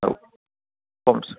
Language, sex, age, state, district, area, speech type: Malayalam, male, 60+, Kerala, Thiruvananthapuram, rural, conversation